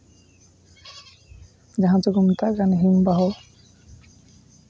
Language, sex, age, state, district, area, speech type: Santali, male, 18-30, West Bengal, Uttar Dinajpur, rural, spontaneous